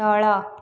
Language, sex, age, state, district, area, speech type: Odia, female, 18-30, Odisha, Khordha, rural, read